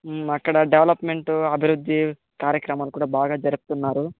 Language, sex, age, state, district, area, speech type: Telugu, male, 18-30, Andhra Pradesh, Chittoor, rural, conversation